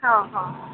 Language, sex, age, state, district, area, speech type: Odia, female, 45-60, Odisha, Sundergarh, rural, conversation